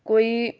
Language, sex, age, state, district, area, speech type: Punjabi, female, 30-45, Punjab, Hoshiarpur, rural, spontaneous